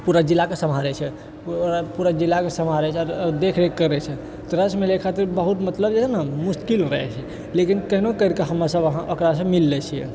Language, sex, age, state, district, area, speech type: Maithili, male, 30-45, Bihar, Purnia, urban, spontaneous